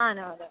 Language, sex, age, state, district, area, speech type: Malayalam, female, 18-30, Kerala, Kasaragod, rural, conversation